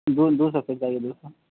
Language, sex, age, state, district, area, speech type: Urdu, male, 30-45, Bihar, Supaul, urban, conversation